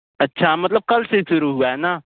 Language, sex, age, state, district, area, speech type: Hindi, male, 18-30, Uttar Pradesh, Sonbhadra, rural, conversation